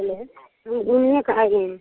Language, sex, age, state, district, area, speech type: Hindi, female, 45-60, Bihar, Madhepura, rural, conversation